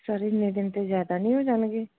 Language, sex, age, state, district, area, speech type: Punjabi, female, 45-60, Punjab, Gurdaspur, urban, conversation